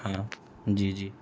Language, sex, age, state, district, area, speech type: Urdu, male, 30-45, Bihar, Gaya, urban, spontaneous